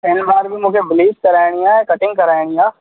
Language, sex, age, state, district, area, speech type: Sindhi, male, 18-30, Rajasthan, Ajmer, urban, conversation